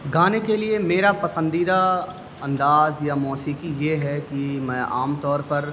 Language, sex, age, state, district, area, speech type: Urdu, male, 30-45, Delhi, North East Delhi, urban, spontaneous